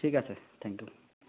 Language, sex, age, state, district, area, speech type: Assamese, male, 30-45, Assam, Sonitpur, rural, conversation